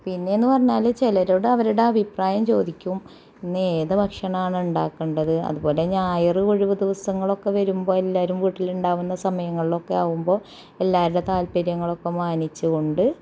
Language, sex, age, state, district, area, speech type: Malayalam, female, 30-45, Kerala, Malappuram, rural, spontaneous